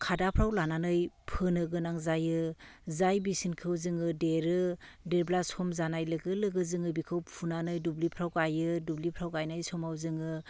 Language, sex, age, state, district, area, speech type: Bodo, female, 30-45, Assam, Chirang, rural, spontaneous